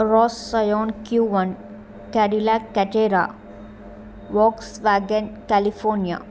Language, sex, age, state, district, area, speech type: Telugu, female, 18-30, Telangana, Bhadradri Kothagudem, urban, spontaneous